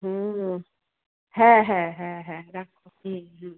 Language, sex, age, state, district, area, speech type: Bengali, female, 60+, West Bengal, Kolkata, urban, conversation